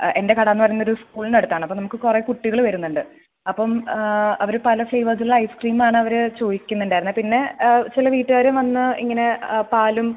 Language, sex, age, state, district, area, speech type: Malayalam, female, 18-30, Kerala, Thrissur, rural, conversation